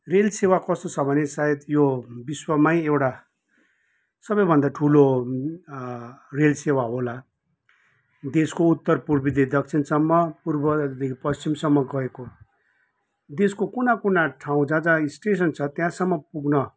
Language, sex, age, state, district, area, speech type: Nepali, male, 45-60, West Bengal, Kalimpong, rural, spontaneous